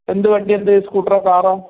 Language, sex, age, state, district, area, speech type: Malayalam, male, 45-60, Kerala, Kasaragod, rural, conversation